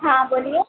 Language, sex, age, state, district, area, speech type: Hindi, female, 18-30, Madhya Pradesh, Harda, urban, conversation